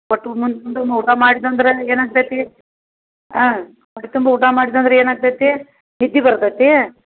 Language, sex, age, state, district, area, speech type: Kannada, female, 60+, Karnataka, Belgaum, urban, conversation